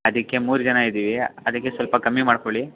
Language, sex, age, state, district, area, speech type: Kannada, male, 18-30, Karnataka, Mysore, urban, conversation